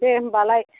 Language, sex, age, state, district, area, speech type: Bodo, female, 45-60, Assam, Chirang, rural, conversation